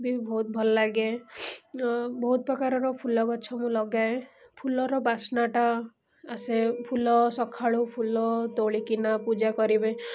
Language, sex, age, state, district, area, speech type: Odia, female, 18-30, Odisha, Cuttack, urban, spontaneous